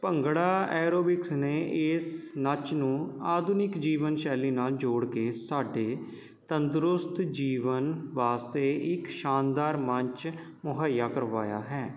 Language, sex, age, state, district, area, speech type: Punjabi, male, 30-45, Punjab, Jalandhar, urban, spontaneous